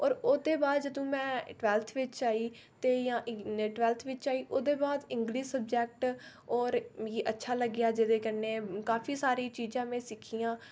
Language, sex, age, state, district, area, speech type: Dogri, female, 18-30, Jammu and Kashmir, Reasi, rural, spontaneous